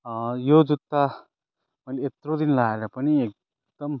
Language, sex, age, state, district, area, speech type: Nepali, male, 30-45, West Bengal, Kalimpong, rural, spontaneous